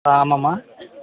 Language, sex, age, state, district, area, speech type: Tamil, male, 45-60, Tamil Nadu, Mayiladuthurai, rural, conversation